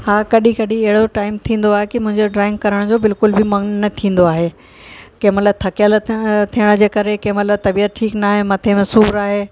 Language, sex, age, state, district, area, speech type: Sindhi, female, 45-60, Uttar Pradesh, Lucknow, urban, spontaneous